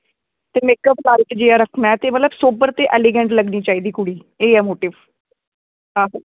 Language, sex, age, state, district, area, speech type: Dogri, female, 18-30, Jammu and Kashmir, Samba, rural, conversation